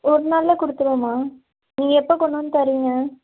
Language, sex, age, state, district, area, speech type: Tamil, female, 30-45, Tamil Nadu, Nilgiris, urban, conversation